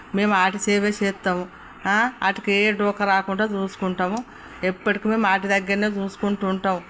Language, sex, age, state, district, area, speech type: Telugu, female, 60+, Telangana, Peddapalli, rural, spontaneous